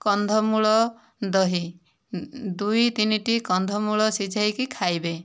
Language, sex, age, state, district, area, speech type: Odia, female, 60+, Odisha, Kandhamal, rural, spontaneous